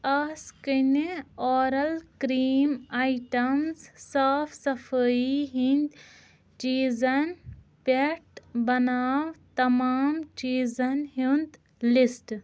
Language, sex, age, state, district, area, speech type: Kashmiri, female, 18-30, Jammu and Kashmir, Ganderbal, rural, read